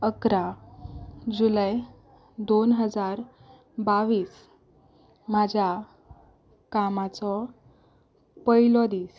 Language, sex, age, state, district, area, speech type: Goan Konkani, female, 18-30, Goa, Canacona, rural, spontaneous